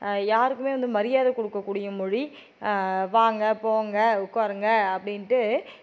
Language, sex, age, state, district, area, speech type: Tamil, female, 30-45, Tamil Nadu, Tiruppur, urban, spontaneous